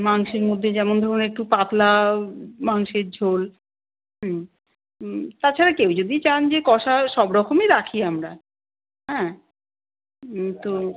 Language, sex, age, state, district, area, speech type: Bengali, female, 30-45, West Bengal, Darjeeling, urban, conversation